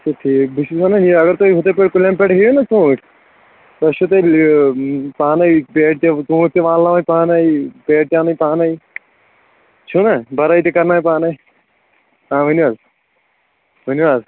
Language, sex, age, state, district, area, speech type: Kashmiri, male, 30-45, Jammu and Kashmir, Kulgam, rural, conversation